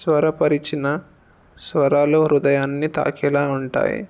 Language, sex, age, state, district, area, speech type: Telugu, male, 18-30, Telangana, Jangaon, urban, spontaneous